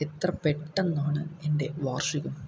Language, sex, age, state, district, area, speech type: Malayalam, male, 18-30, Kerala, Palakkad, rural, read